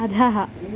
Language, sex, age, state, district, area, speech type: Sanskrit, female, 18-30, Karnataka, Chikkamagaluru, urban, read